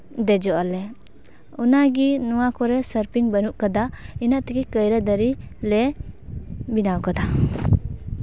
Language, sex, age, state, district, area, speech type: Santali, female, 18-30, West Bengal, Paschim Bardhaman, rural, spontaneous